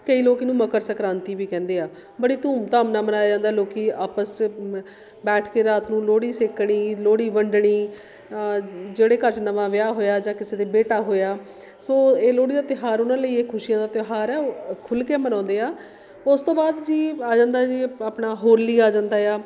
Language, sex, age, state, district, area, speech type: Punjabi, female, 45-60, Punjab, Shaheed Bhagat Singh Nagar, urban, spontaneous